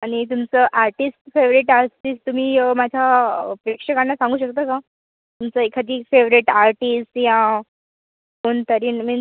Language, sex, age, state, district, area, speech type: Marathi, female, 18-30, Maharashtra, Nashik, urban, conversation